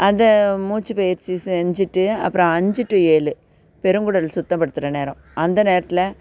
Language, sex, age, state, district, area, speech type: Tamil, female, 45-60, Tamil Nadu, Nagapattinam, urban, spontaneous